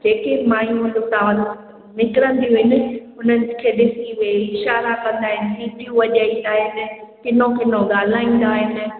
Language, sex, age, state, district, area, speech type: Sindhi, female, 30-45, Gujarat, Junagadh, rural, conversation